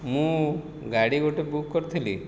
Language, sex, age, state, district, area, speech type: Odia, male, 45-60, Odisha, Jajpur, rural, spontaneous